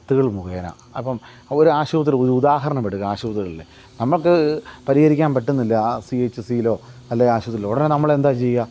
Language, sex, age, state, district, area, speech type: Malayalam, male, 45-60, Kerala, Kottayam, urban, spontaneous